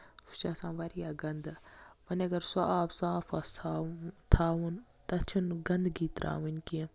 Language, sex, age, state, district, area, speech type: Kashmiri, female, 18-30, Jammu and Kashmir, Baramulla, rural, spontaneous